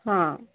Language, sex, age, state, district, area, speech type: Odia, female, 18-30, Odisha, Sambalpur, rural, conversation